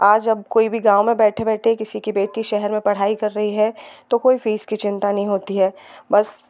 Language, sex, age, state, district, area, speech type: Hindi, female, 30-45, Madhya Pradesh, Hoshangabad, urban, spontaneous